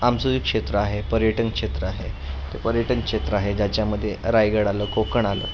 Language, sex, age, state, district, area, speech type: Marathi, male, 30-45, Maharashtra, Pune, urban, spontaneous